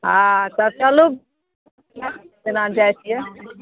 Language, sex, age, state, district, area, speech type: Maithili, female, 45-60, Bihar, Araria, rural, conversation